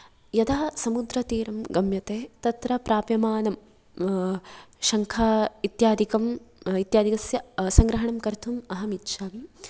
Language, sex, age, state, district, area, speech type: Sanskrit, female, 18-30, Kerala, Kasaragod, rural, spontaneous